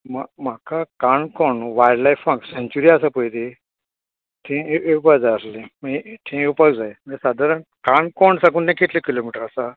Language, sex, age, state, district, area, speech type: Goan Konkani, female, 60+, Goa, Canacona, rural, conversation